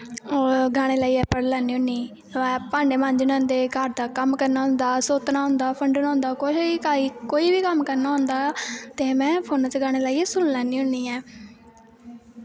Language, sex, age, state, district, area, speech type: Dogri, female, 18-30, Jammu and Kashmir, Kathua, rural, spontaneous